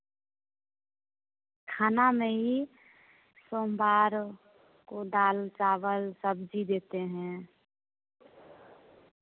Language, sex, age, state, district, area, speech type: Hindi, female, 30-45, Bihar, Begusarai, urban, conversation